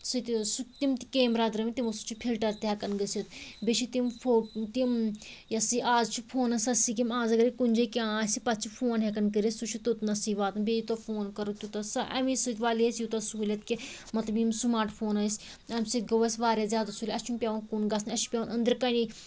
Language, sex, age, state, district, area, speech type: Kashmiri, female, 45-60, Jammu and Kashmir, Anantnag, rural, spontaneous